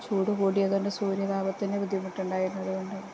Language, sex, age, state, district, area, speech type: Malayalam, female, 45-60, Kerala, Kozhikode, rural, spontaneous